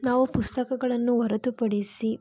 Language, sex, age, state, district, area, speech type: Kannada, female, 30-45, Karnataka, Tumkur, rural, spontaneous